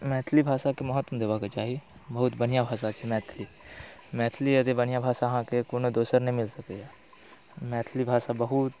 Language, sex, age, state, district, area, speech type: Maithili, male, 18-30, Bihar, Muzaffarpur, rural, spontaneous